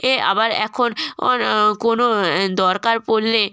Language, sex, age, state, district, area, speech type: Bengali, female, 18-30, West Bengal, North 24 Parganas, rural, spontaneous